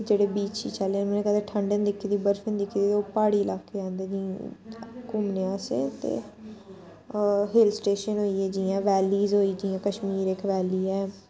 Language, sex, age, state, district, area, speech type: Dogri, female, 60+, Jammu and Kashmir, Reasi, rural, spontaneous